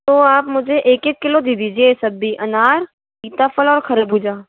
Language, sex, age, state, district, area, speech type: Hindi, female, 30-45, Rajasthan, Jaipur, urban, conversation